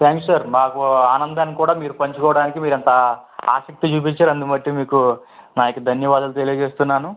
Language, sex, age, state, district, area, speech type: Telugu, male, 18-30, Andhra Pradesh, East Godavari, rural, conversation